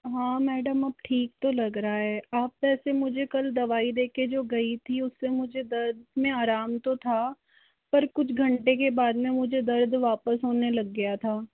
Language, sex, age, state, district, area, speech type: Hindi, female, 45-60, Rajasthan, Jaipur, urban, conversation